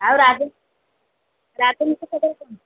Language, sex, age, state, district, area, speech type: Odia, female, 60+, Odisha, Angul, rural, conversation